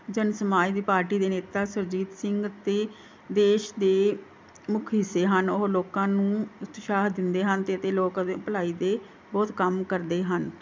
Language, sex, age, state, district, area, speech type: Punjabi, female, 30-45, Punjab, Mansa, urban, spontaneous